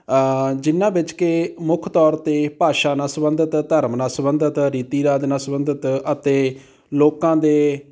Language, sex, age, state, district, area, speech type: Punjabi, male, 30-45, Punjab, Amritsar, rural, spontaneous